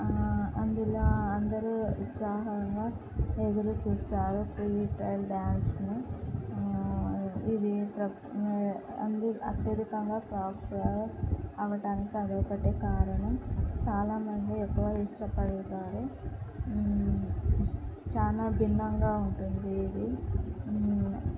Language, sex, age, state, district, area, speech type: Telugu, female, 18-30, Andhra Pradesh, Kadapa, urban, spontaneous